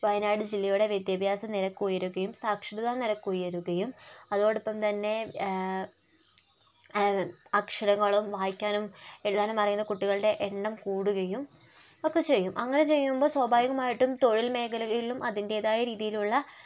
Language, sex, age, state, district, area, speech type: Malayalam, female, 18-30, Kerala, Wayanad, rural, spontaneous